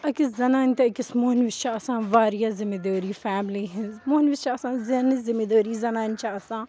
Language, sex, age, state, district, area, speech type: Kashmiri, female, 18-30, Jammu and Kashmir, Srinagar, rural, spontaneous